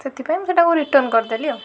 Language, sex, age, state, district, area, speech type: Odia, female, 18-30, Odisha, Balasore, rural, spontaneous